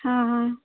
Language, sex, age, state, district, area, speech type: Kannada, female, 18-30, Karnataka, Chamarajanagar, rural, conversation